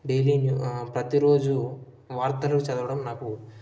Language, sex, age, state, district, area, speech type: Telugu, male, 18-30, Telangana, Hanamkonda, rural, spontaneous